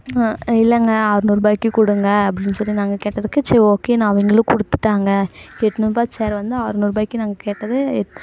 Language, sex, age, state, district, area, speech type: Tamil, female, 18-30, Tamil Nadu, Namakkal, rural, spontaneous